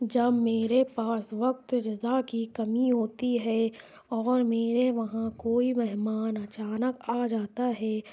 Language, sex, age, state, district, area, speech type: Urdu, female, 60+, Uttar Pradesh, Lucknow, rural, spontaneous